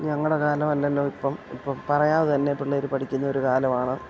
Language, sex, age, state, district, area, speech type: Malayalam, female, 60+, Kerala, Idukki, rural, spontaneous